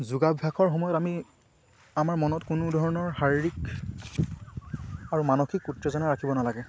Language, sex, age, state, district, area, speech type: Assamese, male, 18-30, Assam, Lakhimpur, rural, spontaneous